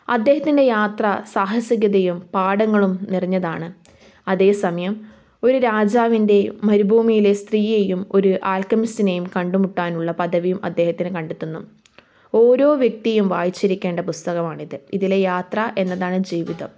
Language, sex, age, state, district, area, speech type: Malayalam, female, 18-30, Kerala, Kannur, rural, spontaneous